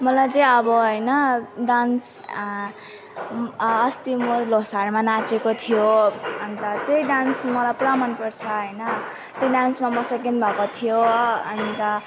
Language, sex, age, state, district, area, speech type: Nepali, female, 18-30, West Bengal, Alipurduar, rural, spontaneous